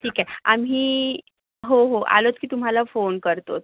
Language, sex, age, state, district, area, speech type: Marathi, female, 45-60, Maharashtra, Yavatmal, urban, conversation